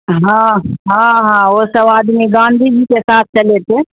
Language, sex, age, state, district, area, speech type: Urdu, female, 60+, Bihar, Khagaria, rural, conversation